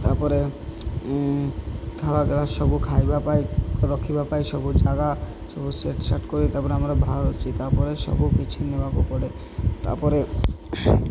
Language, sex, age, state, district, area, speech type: Odia, male, 18-30, Odisha, Malkangiri, urban, spontaneous